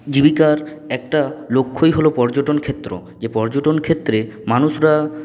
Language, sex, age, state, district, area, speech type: Bengali, male, 45-60, West Bengal, Purulia, urban, spontaneous